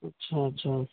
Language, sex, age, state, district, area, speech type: Urdu, male, 45-60, Bihar, Supaul, rural, conversation